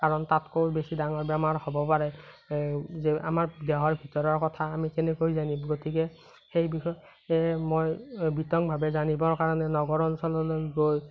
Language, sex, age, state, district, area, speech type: Assamese, male, 30-45, Assam, Morigaon, rural, spontaneous